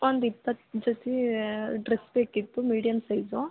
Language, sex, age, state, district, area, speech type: Kannada, female, 18-30, Karnataka, Hassan, rural, conversation